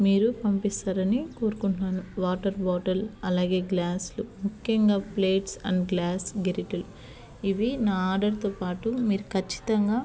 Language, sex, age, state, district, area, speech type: Telugu, female, 30-45, Andhra Pradesh, Eluru, urban, spontaneous